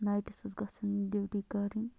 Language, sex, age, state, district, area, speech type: Kashmiri, female, 18-30, Jammu and Kashmir, Bandipora, rural, spontaneous